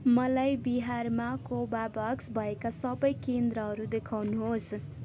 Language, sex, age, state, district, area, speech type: Nepali, female, 18-30, West Bengal, Darjeeling, rural, read